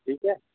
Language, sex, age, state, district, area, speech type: Sindhi, male, 60+, Delhi, South Delhi, urban, conversation